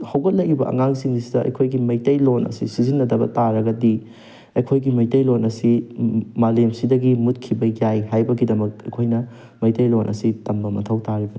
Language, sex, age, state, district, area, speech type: Manipuri, male, 18-30, Manipur, Thoubal, rural, spontaneous